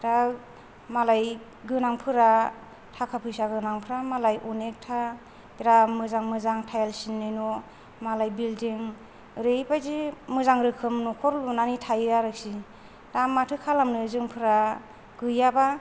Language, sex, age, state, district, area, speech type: Bodo, female, 45-60, Assam, Kokrajhar, rural, spontaneous